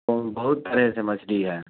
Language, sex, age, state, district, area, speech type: Urdu, male, 18-30, Bihar, Supaul, rural, conversation